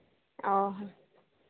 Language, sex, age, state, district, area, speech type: Santali, female, 18-30, Jharkhand, Seraikela Kharsawan, rural, conversation